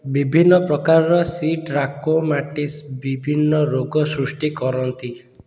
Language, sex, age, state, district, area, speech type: Odia, male, 18-30, Odisha, Puri, urban, read